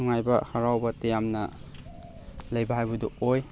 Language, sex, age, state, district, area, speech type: Manipuri, male, 30-45, Manipur, Chandel, rural, spontaneous